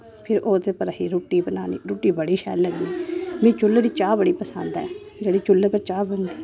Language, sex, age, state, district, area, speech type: Dogri, female, 30-45, Jammu and Kashmir, Samba, rural, spontaneous